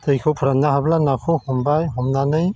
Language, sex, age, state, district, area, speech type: Bodo, male, 60+, Assam, Chirang, rural, spontaneous